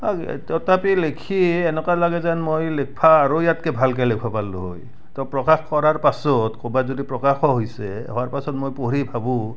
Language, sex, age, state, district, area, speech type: Assamese, male, 60+, Assam, Barpeta, rural, spontaneous